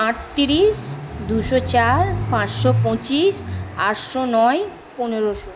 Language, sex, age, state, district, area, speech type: Bengali, female, 18-30, West Bengal, Kolkata, urban, spontaneous